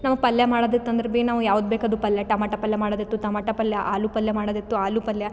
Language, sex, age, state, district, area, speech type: Kannada, female, 18-30, Karnataka, Gulbarga, urban, spontaneous